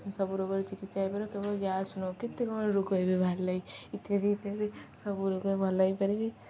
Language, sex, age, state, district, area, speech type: Odia, female, 18-30, Odisha, Jagatsinghpur, rural, spontaneous